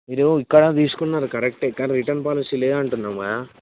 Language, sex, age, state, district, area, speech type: Telugu, male, 18-30, Telangana, Mancherial, rural, conversation